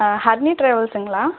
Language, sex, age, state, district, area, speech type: Tamil, female, 18-30, Tamil Nadu, Erode, rural, conversation